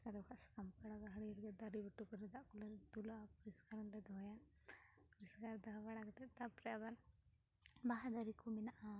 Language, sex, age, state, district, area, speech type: Santali, female, 18-30, West Bengal, Uttar Dinajpur, rural, spontaneous